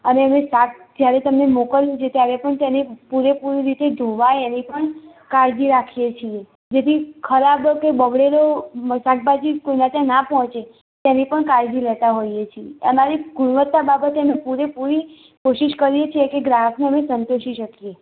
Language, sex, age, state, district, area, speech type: Gujarati, female, 18-30, Gujarat, Mehsana, rural, conversation